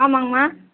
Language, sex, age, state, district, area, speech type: Tamil, female, 45-60, Tamil Nadu, Perambalur, rural, conversation